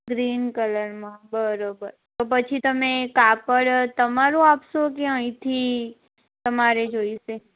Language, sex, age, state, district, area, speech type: Gujarati, female, 18-30, Gujarat, Anand, rural, conversation